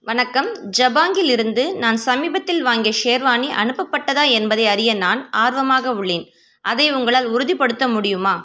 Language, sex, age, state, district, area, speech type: Tamil, female, 30-45, Tamil Nadu, Ranipet, rural, read